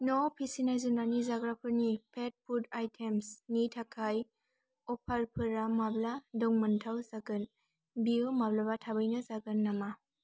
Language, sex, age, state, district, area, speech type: Bodo, female, 18-30, Assam, Kokrajhar, rural, read